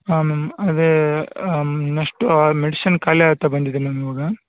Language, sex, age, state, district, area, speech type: Kannada, male, 18-30, Karnataka, Chikkamagaluru, rural, conversation